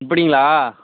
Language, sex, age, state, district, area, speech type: Tamil, male, 18-30, Tamil Nadu, Perambalur, urban, conversation